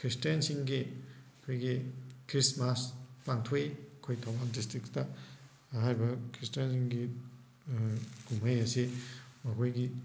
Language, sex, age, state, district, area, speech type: Manipuri, male, 30-45, Manipur, Thoubal, rural, spontaneous